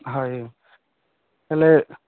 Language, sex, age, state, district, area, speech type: Odia, male, 45-60, Odisha, Nabarangpur, rural, conversation